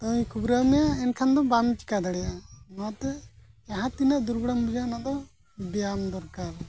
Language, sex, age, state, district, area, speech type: Santali, male, 45-60, Odisha, Mayurbhanj, rural, spontaneous